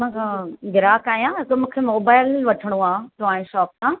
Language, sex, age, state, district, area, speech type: Sindhi, female, 45-60, Maharashtra, Thane, urban, conversation